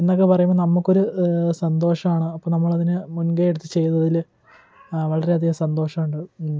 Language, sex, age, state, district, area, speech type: Malayalam, male, 18-30, Kerala, Kottayam, rural, spontaneous